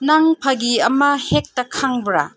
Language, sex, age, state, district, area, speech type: Manipuri, female, 45-60, Manipur, Chandel, rural, read